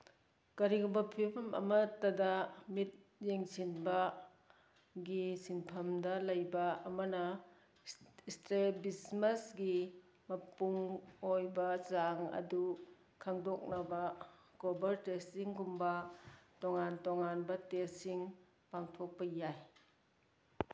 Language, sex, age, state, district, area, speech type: Manipuri, female, 60+, Manipur, Kangpokpi, urban, read